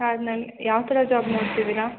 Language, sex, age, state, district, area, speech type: Kannada, female, 18-30, Karnataka, Hassan, urban, conversation